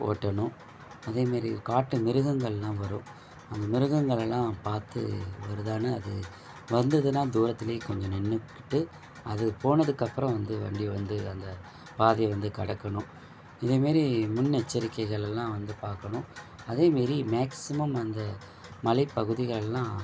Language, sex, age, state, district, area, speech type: Tamil, male, 45-60, Tamil Nadu, Thanjavur, rural, spontaneous